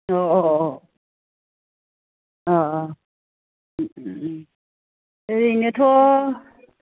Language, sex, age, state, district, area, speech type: Bodo, female, 45-60, Assam, Baksa, rural, conversation